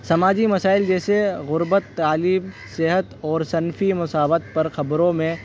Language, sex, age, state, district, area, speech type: Urdu, male, 18-30, Delhi, North West Delhi, urban, spontaneous